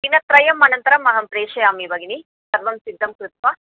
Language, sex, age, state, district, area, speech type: Sanskrit, female, 30-45, Andhra Pradesh, Chittoor, urban, conversation